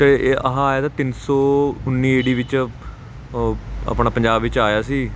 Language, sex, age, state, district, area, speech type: Punjabi, male, 18-30, Punjab, Kapurthala, urban, spontaneous